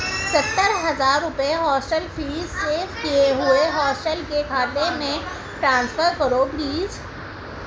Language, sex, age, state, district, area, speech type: Urdu, female, 18-30, Delhi, Central Delhi, urban, read